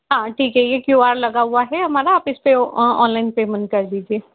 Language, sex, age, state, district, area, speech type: Hindi, female, 18-30, Madhya Pradesh, Indore, urban, conversation